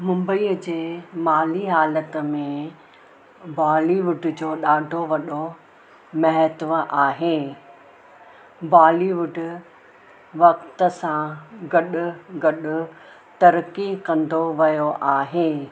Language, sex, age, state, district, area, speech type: Sindhi, female, 60+, Maharashtra, Mumbai Suburban, urban, spontaneous